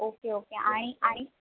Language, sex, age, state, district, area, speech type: Marathi, female, 18-30, Maharashtra, Sindhudurg, rural, conversation